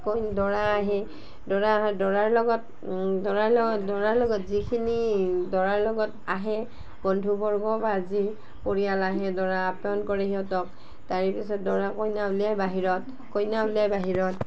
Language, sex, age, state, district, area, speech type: Assamese, female, 45-60, Assam, Barpeta, urban, spontaneous